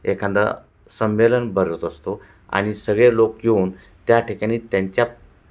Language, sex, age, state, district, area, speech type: Marathi, male, 45-60, Maharashtra, Nashik, urban, spontaneous